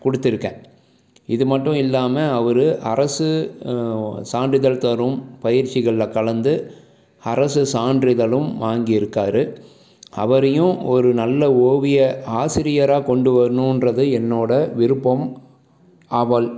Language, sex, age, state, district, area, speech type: Tamil, male, 30-45, Tamil Nadu, Salem, urban, spontaneous